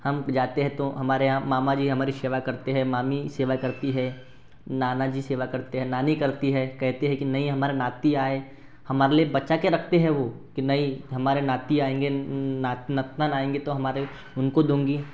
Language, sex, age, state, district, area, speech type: Hindi, male, 18-30, Madhya Pradesh, Betul, urban, spontaneous